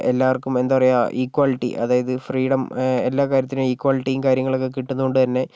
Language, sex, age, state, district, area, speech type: Malayalam, male, 30-45, Kerala, Kozhikode, urban, spontaneous